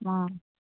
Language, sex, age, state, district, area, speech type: Tamil, female, 60+, Tamil Nadu, Viluppuram, rural, conversation